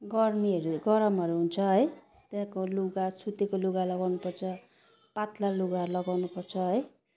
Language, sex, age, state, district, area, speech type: Nepali, female, 45-60, West Bengal, Darjeeling, rural, spontaneous